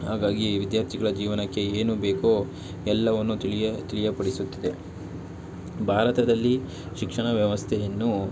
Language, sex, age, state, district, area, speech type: Kannada, male, 18-30, Karnataka, Tumkur, rural, spontaneous